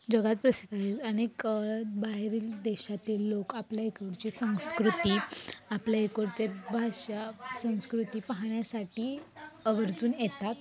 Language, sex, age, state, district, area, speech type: Marathi, female, 18-30, Maharashtra, Satara, urban, spontaneous